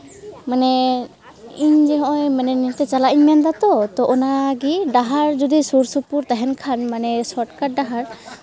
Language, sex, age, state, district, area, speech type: Santali, female, 18-30, West Bengal, Malda, rural, spontaneous